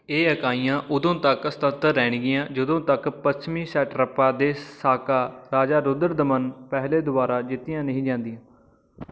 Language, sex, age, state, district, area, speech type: Punjabi, male, 18-30, Punjab, Fatehgarh Sahib, rural, read